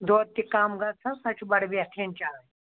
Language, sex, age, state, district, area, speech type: Kashmiri, female, 60+, Jammu and Kashmir, Anantnag, rural, conversation